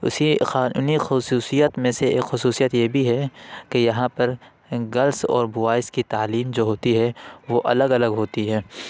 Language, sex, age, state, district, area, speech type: Urdu, male, 30-45, Uttar Pradesh, Lucknow, urban, spontaneous